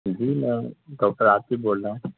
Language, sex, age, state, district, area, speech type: Urdu, male, 18-30, Bihar, Purnia, rural, conversation